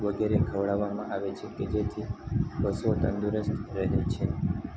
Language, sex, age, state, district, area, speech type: Gujarati, male, 18-30, Gujarat, Narmada, urban, spontaneous